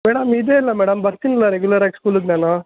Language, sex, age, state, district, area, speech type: Kannada, male, 30-45, Karnataka, Kolar, rural, conversation